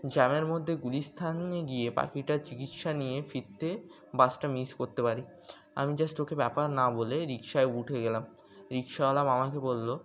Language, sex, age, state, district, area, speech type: Bengali, male, 18-30, West Bengal, Birbhum, urban, spontaneous